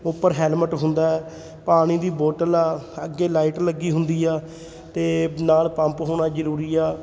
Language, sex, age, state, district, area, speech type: Punjabi, male, 30-45, Punjab, Fatehgarh Sahib, rural, spontaneous